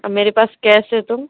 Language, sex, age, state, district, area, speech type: Hindi, female, 18-30, Uttar Pradesh, Sonbhadra, rural, conversation